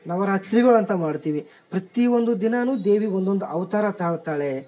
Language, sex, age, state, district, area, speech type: Kannada, male, 18-30, Karnataka, Bellary, rural, spontaneous